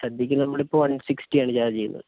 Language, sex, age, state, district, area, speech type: Malayalam, male, 30-45, Kerala, Wayanad, rural, conversation